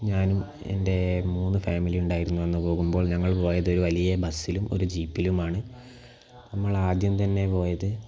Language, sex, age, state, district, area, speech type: Malayalam, male, 18-30, Kerala, Kozhikode, urban, spontaneous